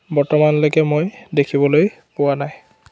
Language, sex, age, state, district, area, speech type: Assamese, male, 30-45, Assam, Biswanath, rural, spontaneous